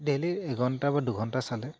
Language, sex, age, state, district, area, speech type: Assamese, male, 30-45, Assam, Dibrugarh, urban, spontaneous